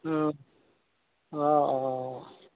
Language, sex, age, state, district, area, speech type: Assamese, male, 30-45, Assam, Golaghat, urban, conversation